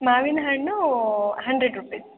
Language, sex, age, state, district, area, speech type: Kannada, female, 18-30, Karnataka, Chikkamagaluru, rural, conversation